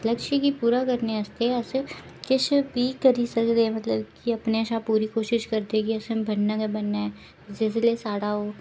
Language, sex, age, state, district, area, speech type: Dogri, female, 18-30, Jammu and Kashmir, Udhampur, rural, spontaneous